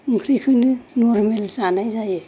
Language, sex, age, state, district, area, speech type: Bodo, female, 45-60, Assam, Kokrajhar, urban, spontaneous